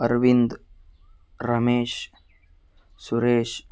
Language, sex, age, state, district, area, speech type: Kannada, male, 30-45, Karnataka, Dharwad, rural, spontaneous